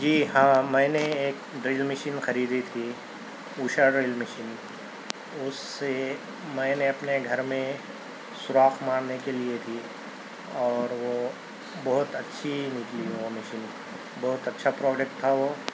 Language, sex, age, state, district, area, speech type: Urdu, male, 30-45, Telangana, Hyderabad, urban, spontaneous